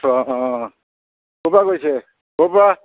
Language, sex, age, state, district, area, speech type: Assamese, male, 60+, Assam, Majuli, urban, conversation